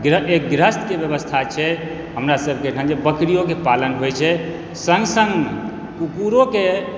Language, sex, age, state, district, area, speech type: Maithili, male, 45-60, Bihar, Supaul, rural, spontaneous